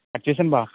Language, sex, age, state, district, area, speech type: Telugu, male, 30-45, Andhra Pradesh, Konaseema, rural, conversation